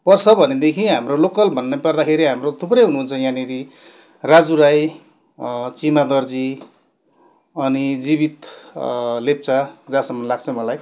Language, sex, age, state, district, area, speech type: Nepali, male, 45-60, West Bengal, Darjeeling, rural, spontaneous